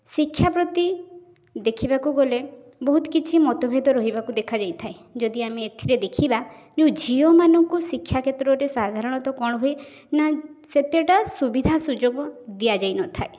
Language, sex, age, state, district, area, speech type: Odia, female, 18-30, Odisha, Mayurbhanj, rural, spontaneous